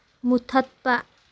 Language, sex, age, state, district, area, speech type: Manipuri, female, 30-45, Manipur, Tengnoupal, rural, read